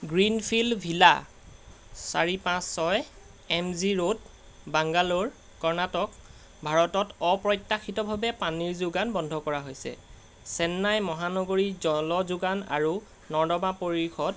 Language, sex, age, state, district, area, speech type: Assamese, male, 18-30, Assam, Golaghat, urban, read